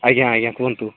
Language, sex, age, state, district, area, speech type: Odia, male, 45-60, Odisha, Nabarangpur, rural, conversation